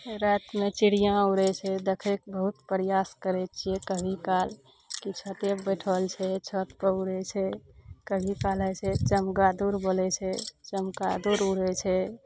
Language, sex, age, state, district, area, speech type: Maithili, female, 30-45, Bihar, Araria, rural, spontaneous